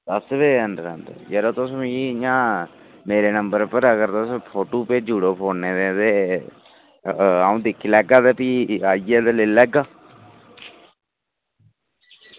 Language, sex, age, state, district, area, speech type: Dogri, male, 30-45, Jammu and Kashmir, Reasi, rural, conversation